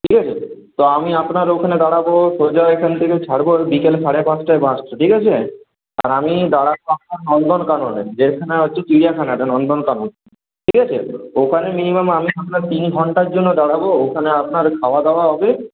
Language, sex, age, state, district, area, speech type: Bengali, male, 18-30, West Bengal, Purulia, urban, conversation